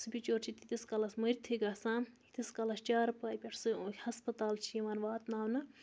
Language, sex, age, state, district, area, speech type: Kashmiri, female, 30-45, Jammu and Kashmir, Budgam, rural, spontaneous